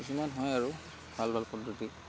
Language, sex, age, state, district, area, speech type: Assamese, male, 30-45, Assam, Barpeta, rural, spontaneous